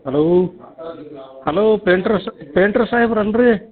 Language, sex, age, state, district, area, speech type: Kannada, male, 45-60, Karnataka, Dharwad, rural, conversation